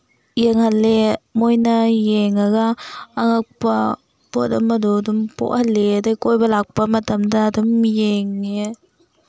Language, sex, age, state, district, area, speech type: Manipuri, female, 18-30, Manipur, Tengnoupal, rural, spontaneous